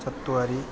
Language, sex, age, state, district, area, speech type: Sanskrit, male, 30-45, Kerala, Ernakulam, urban, spontaneous